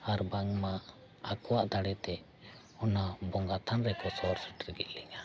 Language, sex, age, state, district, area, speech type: Santali, male, 45-60, Jharkhand, Bokaro, rural, spontaneous